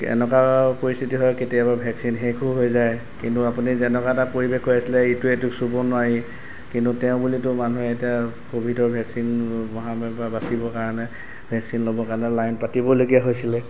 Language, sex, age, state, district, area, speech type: Assamese, male, 30-45, Assam, Golaghat, urban, spontaneous